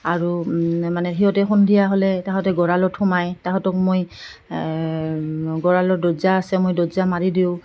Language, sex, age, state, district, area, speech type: Assamese, female, 45-60, Assam, Goalpara, urban, spontaneous